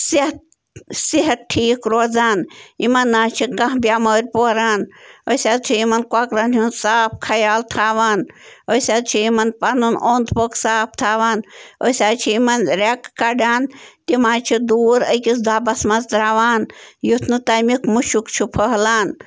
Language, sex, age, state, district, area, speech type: Kashmiri, female, 30-45, Jammu and Kashmir, Bandipora, rural, spontaneous